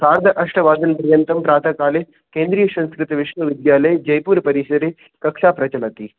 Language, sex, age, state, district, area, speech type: Sanskrit, male, 18-30, Rajasthan, Jodhpur, rural, conversation